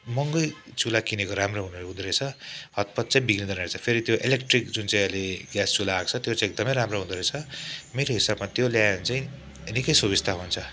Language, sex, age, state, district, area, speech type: Nepali, male, 45-60, West Bengal, Kalimpong, rural, spontaneous